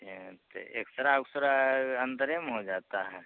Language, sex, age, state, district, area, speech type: Hindi, male, 30-45, Bihar, Begusarai, rural, conversation